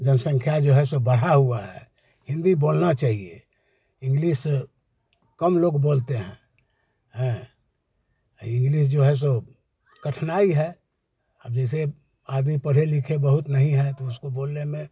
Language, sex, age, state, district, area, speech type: Hindi, male, 60+, Bihar, Muzaffarpur, rural, spontaneous